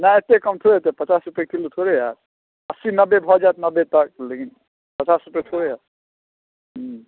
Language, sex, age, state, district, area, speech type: Maithili, male, 18-30, Bihar, Darbhanga, rural, conversation